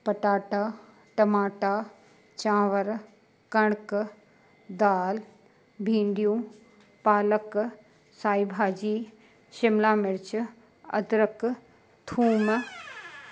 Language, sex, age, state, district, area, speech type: Sindhi, female, 45-60, Uttar Pradesh, Lucknow, rural, spontaneous